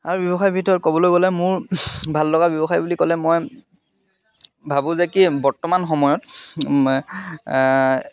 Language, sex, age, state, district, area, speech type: Assamese, male, 30-45, Assam, Charaideo, rural, spontaneous